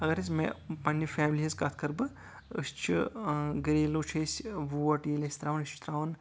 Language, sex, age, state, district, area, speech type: Kashmiri, male, 18-30, Jammu and Kashmir, Anantnag, rural, spontaneous